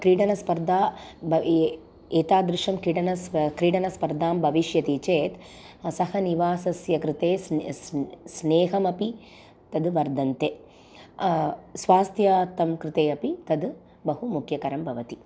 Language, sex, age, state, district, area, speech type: Sanskrit, female, 30-45, Tamil Nadu, Chennai, urban, spontaneous